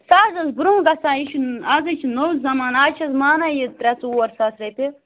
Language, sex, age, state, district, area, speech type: Kashmiri, female, 30-45, Jammu and Kashmir, Bandipora, rural, conversation